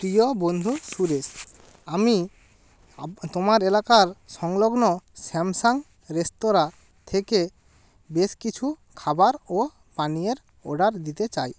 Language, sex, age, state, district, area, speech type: Bengali, male, 18-30, West Bengal, Jalpaiguri, rural, spontaneous